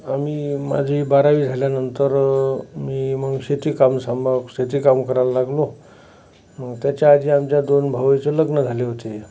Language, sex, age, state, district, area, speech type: Marathi, male, 45-60, Maharashtra, Amravati, rural, spontaneous